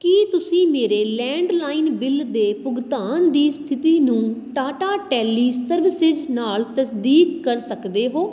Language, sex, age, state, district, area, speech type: Punjabi, female, 30-45, Punjab, Kapurthala, rural, read